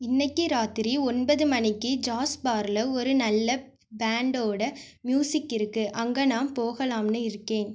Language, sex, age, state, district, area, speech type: Tamil, female, 18-30, Tamil Nadu, Ariyalur, rural, read